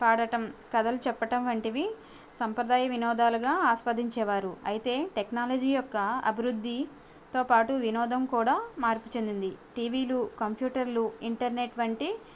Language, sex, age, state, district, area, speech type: Telugu, female, 18-30, Andhra Pradesh, Konaseema, rural, spontaneous